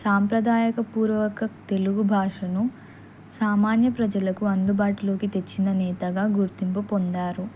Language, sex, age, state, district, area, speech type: Telugu, female, 18-30, Telangana, Kamareddy, urban, spontaneous